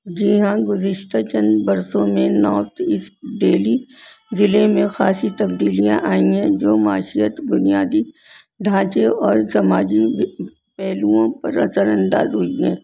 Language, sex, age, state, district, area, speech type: Urdu, female, 60+, Delhi, North East Delhi, urban, spontaneous